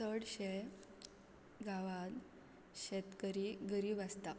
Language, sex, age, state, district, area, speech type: Goan Konkani, female, 18-30, Goa, Quepem, rural, spontaneous